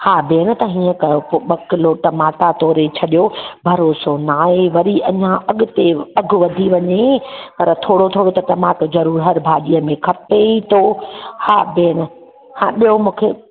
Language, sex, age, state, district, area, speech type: Sindhi, female, 45-60, Maharashtra, Thane, urban, conversation